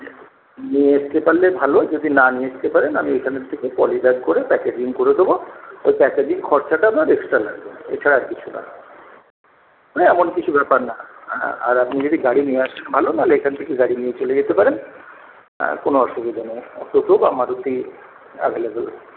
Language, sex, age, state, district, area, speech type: Bengali, male, 60+, West Bengal, Paschim Medinipur, rural, conversation